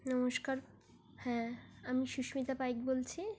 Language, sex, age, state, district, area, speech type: Bengali, female, 30-45, West Bengal, Dakshin Dinajpur, urban, spontaneous